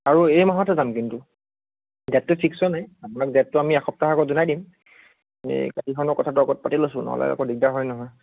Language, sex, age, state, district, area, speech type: Assamese, male, 45-60, Assam, Morigaon, rural, conversation